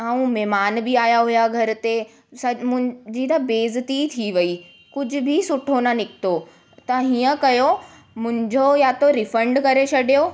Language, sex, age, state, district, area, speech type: Sindhi, female, 18-30, Delhi, South Delhi, urban, spontaneous